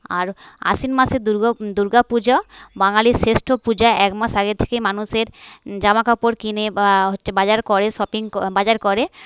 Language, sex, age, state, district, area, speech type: Bengali, female, 30-45, West Bengal, Paschim Medinipur, rural, spontaneous